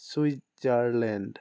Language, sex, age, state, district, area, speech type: Assamese, male, 18-30, Assam, Charaideo, urban, spontaneous